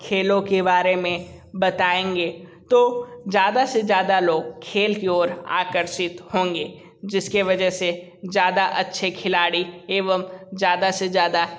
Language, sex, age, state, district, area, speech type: Hindi, male, 18-30, Uttar Pradesh, Sonbhadra, rural, spontaneous